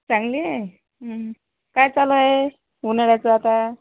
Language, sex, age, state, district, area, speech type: Marathi, other, 30-45, Maharashtra, Washim, rural, conversation